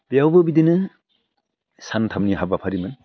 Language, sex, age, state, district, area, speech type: Bodo, male, 60+, Assam, Udalguri, urban, spontaneous